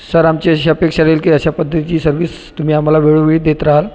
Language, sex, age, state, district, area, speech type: Marathi, male, 30-45, Maharashtra, Buldhana, urban, spontaneous